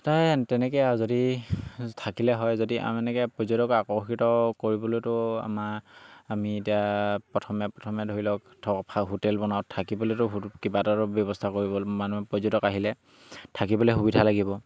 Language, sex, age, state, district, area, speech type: Assamese, male, 18-30, Assam, Charaideo, rural, spontaneous